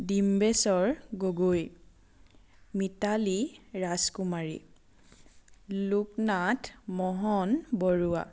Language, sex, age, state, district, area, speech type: Assamese, female, 30-45, Assam, Charaideo, rural, spontaneous